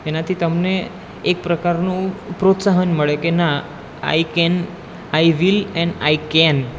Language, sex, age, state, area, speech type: Gujarati, male, 18-30, Gujarat, urban, spontaneous